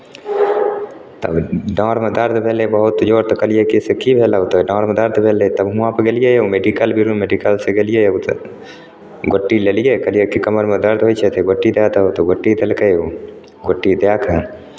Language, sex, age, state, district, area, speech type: Maithili, male, 30-45, Bihar, Begusarai, rural, spontaneous